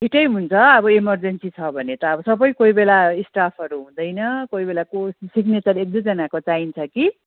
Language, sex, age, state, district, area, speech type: Nepali, female, 45-60, West Bengal, Jalpaiguri, urban, conversation